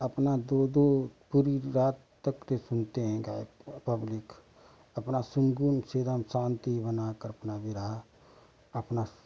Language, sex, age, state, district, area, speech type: Hindi, male, 45-60, Uttar Pradesh, Ghazipur, rural, spontaneous